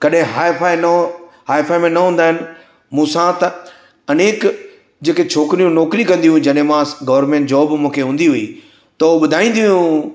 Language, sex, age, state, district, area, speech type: Sindhi, male, 60+, Gujarat, Surat, urban, spontaneous